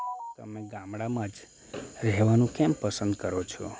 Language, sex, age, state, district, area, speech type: Gujarati, male, 30-45, Gujarat, Anand, rural, spontaneous